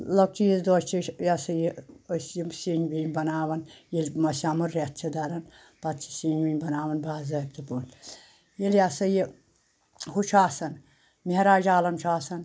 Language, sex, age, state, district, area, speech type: Kashmiri, female, 60+, Jammu and Kashmir, Anantnag, rural, spontaneous